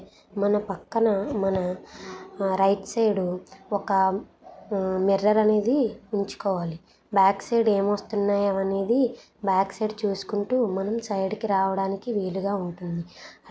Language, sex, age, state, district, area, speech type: Telugu, female, 30-45, Andhra Pradesh, Anakapalli, urban, spontaneous